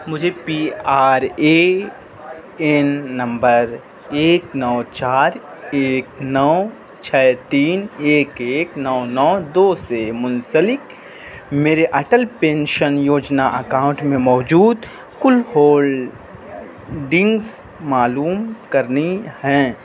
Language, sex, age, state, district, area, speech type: Urdu, male, 18-30, Delhi, North West Delhi, urban, read